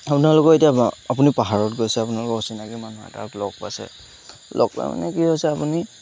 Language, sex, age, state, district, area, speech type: Assamese, male, 18-30, Assam, Lakhimpur, rural, spontaneous